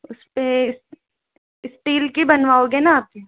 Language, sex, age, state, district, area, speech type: Hindi, female, 18-30, Rajasthan, Jaipur, urban, conversation